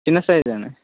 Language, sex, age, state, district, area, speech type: Telugu, male, 18-30, Telangana, Jangaon, urban, conversation